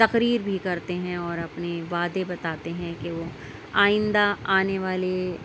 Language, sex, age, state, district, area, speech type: Urdu, female, 30-45, Delhi, Central Delhi, urban, spontaneous